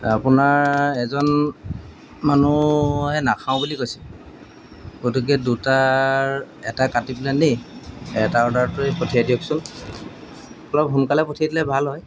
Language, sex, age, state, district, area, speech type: Assamese, male, 30-45, Assam, Golaghat, urban, spontaneous